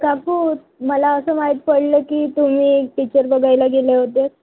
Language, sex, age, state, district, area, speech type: Marathi, female, 18-30, Maharashtra, Wardha, rural, conversation